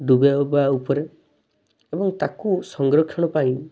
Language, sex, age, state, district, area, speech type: Odia, male, 18-30, Odisha, Balasore, rural, spontaneous